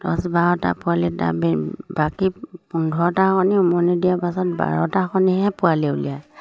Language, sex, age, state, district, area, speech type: Assamese, female, 45-60, Assam, Sivasagar, rural, spontaneous